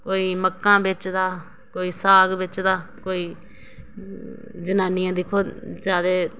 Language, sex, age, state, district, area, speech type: Dogri, female, 30-45, Jammu and Kashmir, Reasi, rural, spontaneous